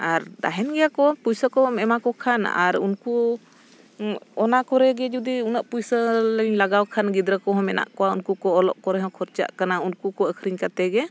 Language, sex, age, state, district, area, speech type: Santali, female, 30-45, Jharkhand, Bokaro, rural, spontaneous